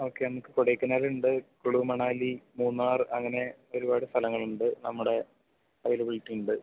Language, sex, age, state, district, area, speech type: Malayalam, male, 18-30, Kerala, Thrissur, rural, conversation